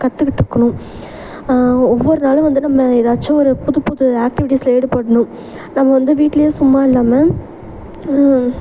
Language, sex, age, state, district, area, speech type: Tamil, female, 18-30, Tamil Nadu, Thanjavur, urban, spontaneous